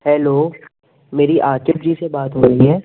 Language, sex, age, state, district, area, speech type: Hindi, male, 30-45, Madhya Pradesh, Jabalpur, urban, conversation